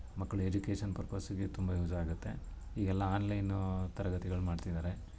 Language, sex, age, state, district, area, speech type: Kannada, male, 30-45, Karnataka, Mysore, urban, spontaneous